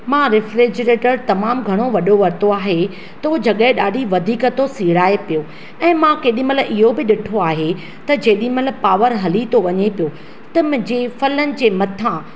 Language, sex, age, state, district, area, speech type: Sindhi, female, 45-60, Maharashtra, Thane, urban, spontaneous